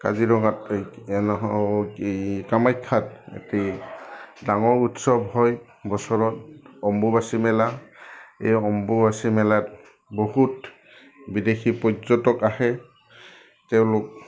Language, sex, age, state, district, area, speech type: Assamese, male, 45-60, Assam, Udalguri, rural, spontaneous